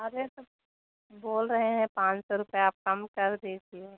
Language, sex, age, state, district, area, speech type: Hindi, female, 30-45, Uttar Pradesh, Jaunpur, rural, conversation